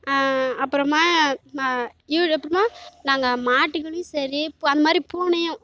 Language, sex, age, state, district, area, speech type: Tamil, female, 18-30, Tamil Nadu, Kallakurichi, rural, spontaneous